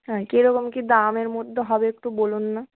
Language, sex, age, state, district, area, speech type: Bengali, female, 60+, West Bengal, Nadia, urban, conversation